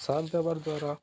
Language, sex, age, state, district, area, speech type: Odia, male, 18-30, Odisha, Balangir, urban, spontaneous